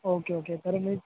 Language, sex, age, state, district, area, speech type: Marathi, male, 18-30, Maharashtra, Ratnagiri, urban, conversation